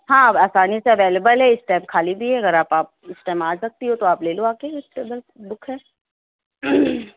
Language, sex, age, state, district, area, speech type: Urdu, female, 45-60, Uttar Pradesh, Lucknow, rural, conversation